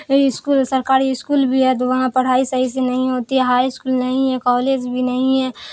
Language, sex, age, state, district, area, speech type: Urdu, female, 18-30, Bihar, Supaul, urban, spontaneous